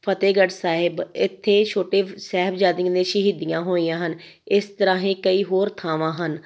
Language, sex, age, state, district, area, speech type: Punjabi, female, 30-45, Punjab, Tarn Taran, rural, spontaneous